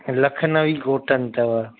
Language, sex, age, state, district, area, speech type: Sindhi, male, 45-60, Gujarat, Junagadh, rural, conversation